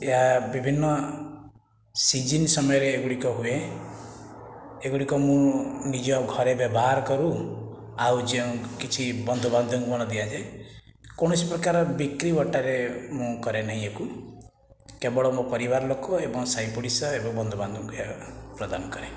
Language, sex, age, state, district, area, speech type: Odia, male, 45-60, Odisha, Khordha, rural, spontaneous